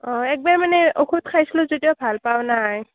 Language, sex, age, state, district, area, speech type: Assamese, female, 18-30, Assam, Barpeta, rural, conversation